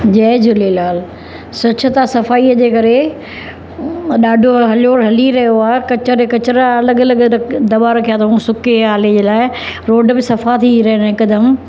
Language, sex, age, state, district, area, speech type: Sindhi, female, 60+, Maharashtra, Mumbai Suburban, rural, spontaneous